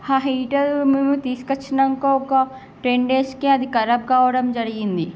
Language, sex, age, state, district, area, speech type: Telugu, female, 18-30, Andhra Pradesh, Srikakulam, urban, spontaneous